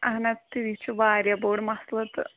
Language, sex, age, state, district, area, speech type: Kashmiri, female, 30-45, Jammu and Kashmir, Kulgam, rural, conversation